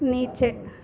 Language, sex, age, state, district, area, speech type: Urdu, female, 30-45, Telangana, Hyderabad, urban, read